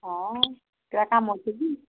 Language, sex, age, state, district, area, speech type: Odia, female, 60+, Odisha, Angul, rural, conversation